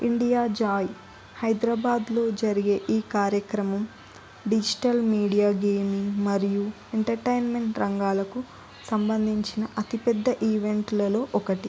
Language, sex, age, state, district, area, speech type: Telugu, female, 18-30, Telangana, Jayashankar, urban, spontaneous